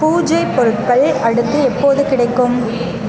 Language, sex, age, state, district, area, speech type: Tamil, female, 30-45, Tamil Nadu, Pudukkottai, rural, read